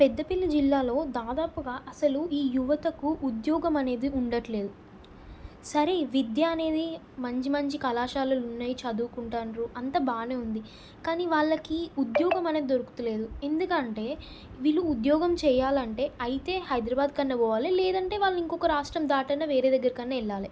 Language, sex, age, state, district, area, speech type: Telugu, female, 18-30, Telangana, Peddapalli, urban, spontaneous